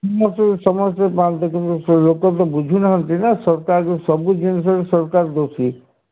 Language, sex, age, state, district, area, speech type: Odia, male, 60+, Odisha, Sundergarh, rural, conversation